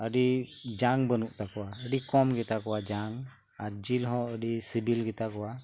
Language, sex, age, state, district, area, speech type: Santali, male, 45-60, West Bengal, Birbhum, rural, spontaneous